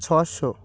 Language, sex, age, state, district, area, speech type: Bengali, male, 45-60, West Bengal, North 24 Parganas, rural, spontaneous